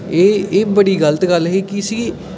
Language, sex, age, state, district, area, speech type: Dogri, male, 18-30, Jammu and Kashmir, Udhampur, rural, spontaneous